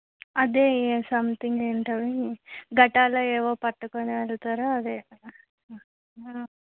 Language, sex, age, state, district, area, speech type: Telugu, female, 18-30, Andhra Pradesh, Vizianagaram, rural, conversation